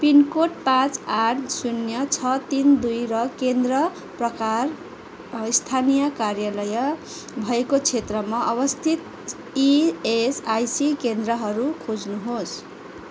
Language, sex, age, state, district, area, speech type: Nepali, female, 45-60, West Bengal, Kalimpong, rural, read